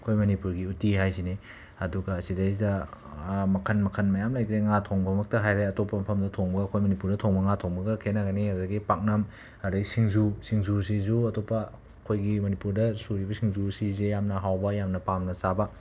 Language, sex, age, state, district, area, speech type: Manipuri, male, 30-45, Manipur, Imphal West, urban, spontaneous